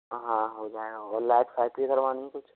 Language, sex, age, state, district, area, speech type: Hindi, male, 45-60, Rajasthan, Karauli, rural, conversation